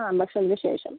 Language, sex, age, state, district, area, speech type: Malayalam, female, 30-45, Kerala, Kozhikode, urban, conversation